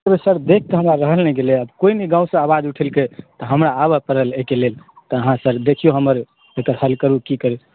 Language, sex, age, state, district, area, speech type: Maithili, male, 30-45, Bihar, Supaul, rural, conversation